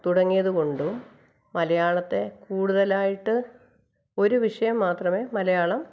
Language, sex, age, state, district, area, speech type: Malayalam, female, 45-60, Kerala, Kottayam, rural, spontaneous